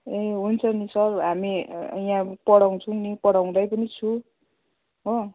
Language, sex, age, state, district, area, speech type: Nepali, female, 30-45, West Bengal, Kalimpong, rural, conversation